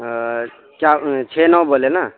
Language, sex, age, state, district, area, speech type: Urdu, male, 18-30, Bihar, Araria, rural, conversation